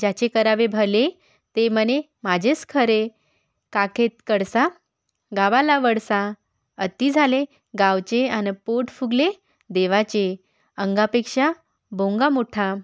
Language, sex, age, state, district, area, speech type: Marathi, female, 18-30, Maharashtra, Wardha, urban, spontaneous